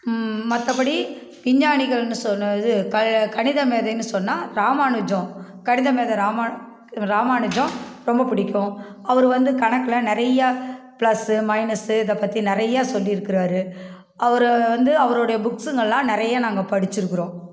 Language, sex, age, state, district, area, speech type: Tamil, female, 45-60, Tamil Nadu, Kallakurichi, rural, spontaneous